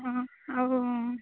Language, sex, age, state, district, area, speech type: Odia, female, 18-30, Odisha, Jagatsinghpur, rural, conversation